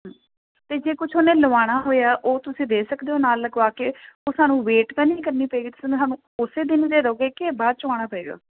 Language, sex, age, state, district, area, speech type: Punjabi, female, 30-45, Punjab, Jalandhar, urban, conversation